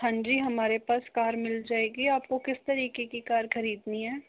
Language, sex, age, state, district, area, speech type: Hindi, male, 60+, Rajasthan, Jaipur, urban, conversation